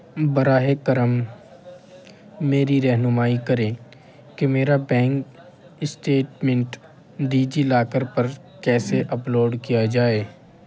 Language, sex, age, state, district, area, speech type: Urdu, male, 30-45, Uttar Pradesh, Muzaffarnagar, urban, read